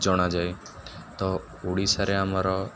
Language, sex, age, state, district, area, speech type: Odia, male, 18-30, Odisha, Sundergarh, urban, spontaneous